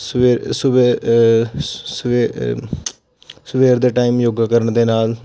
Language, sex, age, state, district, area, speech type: Punjabi, male, 18-30, Punjab, Hoshiarpur, rural, spontaneous